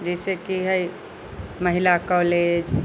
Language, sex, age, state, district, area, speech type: Maithili, female, 60+, Bihar, Sitamarhi, rural, spontaneous